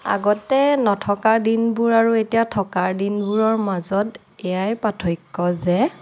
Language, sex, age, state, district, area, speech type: Assamese, female, 30-45, Assam, Lakhimpur, rural, spontaneous